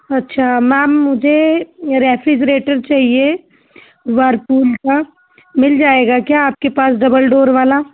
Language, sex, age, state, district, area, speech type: Hindi, female, 30-45, Madhya Pradesh, Betul, urban, conversation